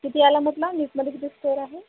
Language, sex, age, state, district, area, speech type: Marathi, female, 18-30, Maharashtra, Wardha, rural, conversation